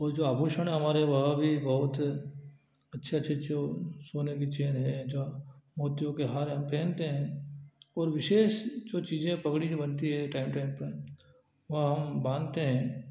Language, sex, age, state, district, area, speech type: Hindi, male, 30-45, Madhya Pradesh, Ujjain, rural, spontaneous